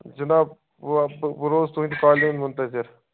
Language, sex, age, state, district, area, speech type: Kashmiri, male, 30-45, Jammu and Kashmir, Baramulla, urban, conversation